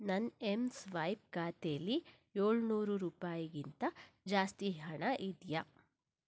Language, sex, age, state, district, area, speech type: Kannada, female, 30-45, Karnataka, Shimoga, rural, read